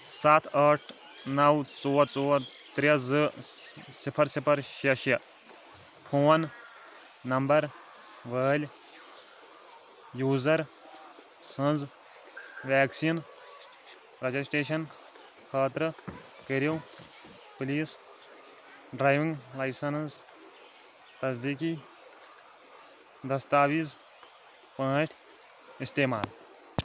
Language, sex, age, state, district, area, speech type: Kashmiri, male, 18-30, Jammu and Kashmir, Kulgam, rural, read